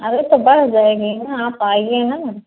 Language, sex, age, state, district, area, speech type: Hindi, female, 60+, Uttar Pradesh, Ayodhya, rural, conversation